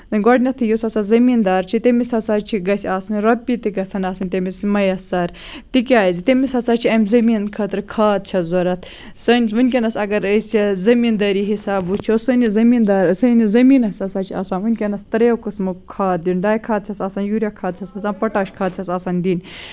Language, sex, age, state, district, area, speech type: Kashmiri, female, 18-30, Jammu and Kashmir, Baramulla, rural, spontaneous